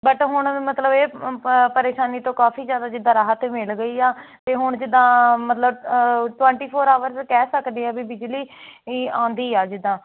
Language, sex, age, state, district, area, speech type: Punjabi, female, 18-30, Punjab, Hoshiarpur, rural, conversation